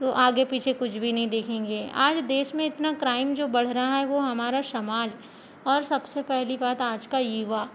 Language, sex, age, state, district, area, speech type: Hindi, female, 60+, Madhya Pradesh, Balaghat, rural, spontaneous